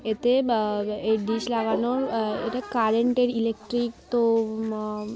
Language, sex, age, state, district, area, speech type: Bengali, female, 18-30, West Bengal, Darjeeling, urban, spontaneous